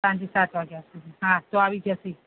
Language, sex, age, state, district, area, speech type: Gujarati, female, 30-45, Gujarat, Aravalli, urban, conversation